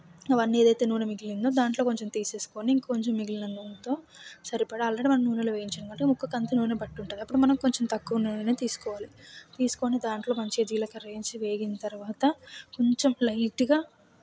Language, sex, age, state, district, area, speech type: Telugu, female, 18-30, Telangana, Hyderabad, urban, spontaneous